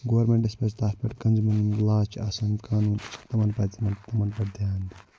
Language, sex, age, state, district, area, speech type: Kashmiri, male, 45-60, Jammu and Kashmir, Budgam, urban, spontaneous